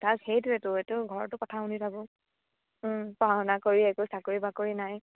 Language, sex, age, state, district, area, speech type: Assamese, female, 30-45, Assam, Dibrugarh, rural, conversation